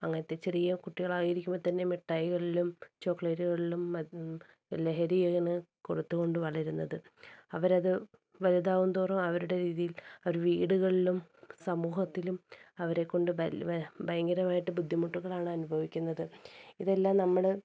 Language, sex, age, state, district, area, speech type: Malayalam, female, 30-45, Kerala, Wayanad, rural, spontaneous